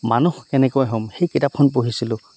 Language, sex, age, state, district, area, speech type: Assamese, male, 30-45, Assam, Dhemaji, rural, spontaneous